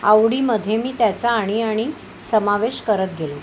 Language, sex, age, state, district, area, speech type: Marathi, female, 30-45, Maharashtra, Palghar, urban, spontaneous